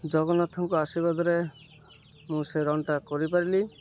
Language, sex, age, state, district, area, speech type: Odia, male, 30-45, Odisha, Malkangiri, urban, spontaneous